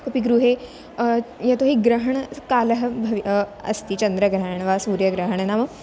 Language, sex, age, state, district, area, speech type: Sanskrit, female, 18-30, Maharashtra, Wardha, urban, spontaneous